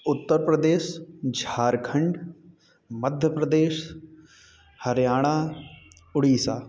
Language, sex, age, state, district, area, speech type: Hindi, male, 30-45, Uttar Pradesh, Bhadohi, urban, spontaneous